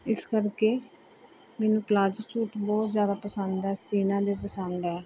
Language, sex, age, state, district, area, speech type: Punjabi, female, 30-45, Punjab, Pathankot, rural, spontaneous